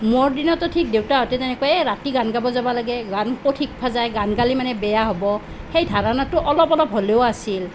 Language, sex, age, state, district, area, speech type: Assamese, female, 45-60, Assam, Nalbari, rural, spontaneous